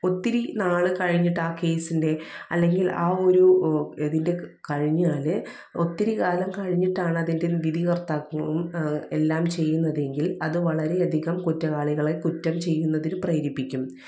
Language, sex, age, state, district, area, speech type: Malayalam, female, 30-45, Kerala, Ernakulam, rural, spontaneous